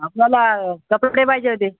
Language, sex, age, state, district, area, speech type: Marathi, male, 18-30, Maharashtra, Hingoli, urban, conversation